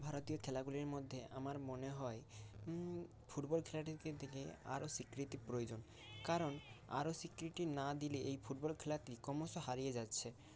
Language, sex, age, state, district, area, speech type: Bengali, male, 18-30, West Bengal, Purba Medinipur, rural, spontaneous